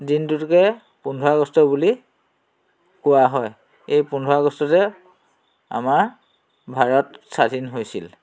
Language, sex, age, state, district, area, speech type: Assamese, male, 60+, Assam, Dhemaji, rural, spontaneous